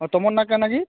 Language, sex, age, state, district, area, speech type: Odia, male, 45-60, Odisha, Nuapada, urban, conversation